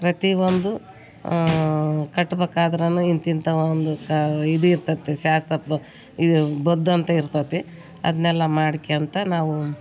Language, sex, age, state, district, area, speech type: Kannada, female, 60+, Karnataka, Vijayanagara, rural, spontaneous